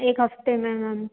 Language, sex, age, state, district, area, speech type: Hindi, female, 18-30, Madhya Pradesh, Betul, rural, conversation